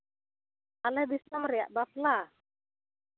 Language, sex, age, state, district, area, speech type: Santali, female, 45-60, Jharkhand, Seraikela Kharsawan, rural, conversation